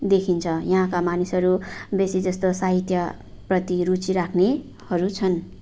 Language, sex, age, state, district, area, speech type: Nepali, female, 45-60, West Bengal, Darjeeling, rural, spontaneous